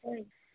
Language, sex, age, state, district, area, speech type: Tamil, female, 18-30, Tamil Nadu, Namakkal, rural, conversation